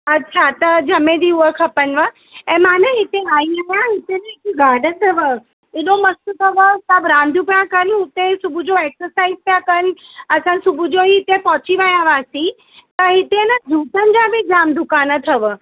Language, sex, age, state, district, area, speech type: Sindhi, female, 30-45, Maharashtra, Mumbai Suburban, urban, conversation